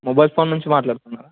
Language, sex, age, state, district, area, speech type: Telugu, male, 18-30, Telangana, Ranga Reddy, urban, conversation